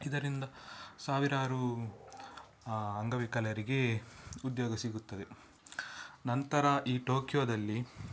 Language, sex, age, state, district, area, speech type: Kannada, male, 18-30, Karnataka, Udupi, rural, spontaneous